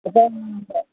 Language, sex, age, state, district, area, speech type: Tamil, female, 18-30, Tamil Nadu, Dharmapuri, rural, conversation